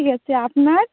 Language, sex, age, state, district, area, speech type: Bengali, female, 30-45, West Bengal, Dakshin Dinajpur, urban, conversation